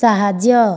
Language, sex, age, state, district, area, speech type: Odia, female, 30-45, Odisha, Kandhamal, rural, read